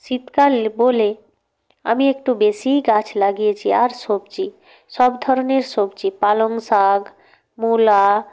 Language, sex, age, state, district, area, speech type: Bengali, female, 45-60, West Bengal, Purba Medinipur, rural, spontaneous